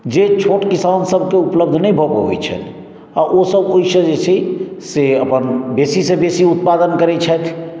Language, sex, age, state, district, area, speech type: Maithili, male, 60+, Bihar, Madhubani, urban, spontaneous